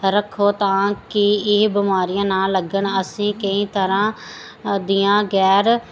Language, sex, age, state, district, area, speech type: Punjabi, female, 30-45, Punjab, Pathankot, rural, spontaneous